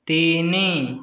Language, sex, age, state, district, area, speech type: Odia, male, 18-30, Odisha, Dhenkanal, rural, read